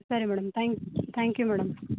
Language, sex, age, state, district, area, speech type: Kannada, female, 18-30, Karnataka, Uttara Kannada, rural, conversation